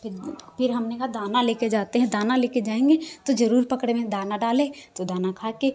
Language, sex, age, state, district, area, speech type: Hindi, female, 45-60, Uttar Pradesh, Hardoi, rural, spontaneous